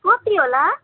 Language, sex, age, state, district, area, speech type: Nepali, female, 18-30, West Bengal, Darjeeling, urban, conversation